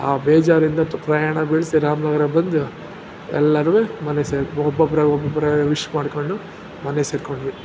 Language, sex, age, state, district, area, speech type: Kannada, male, 45-60, Karnataka, Ramanagara, urban, spontaneous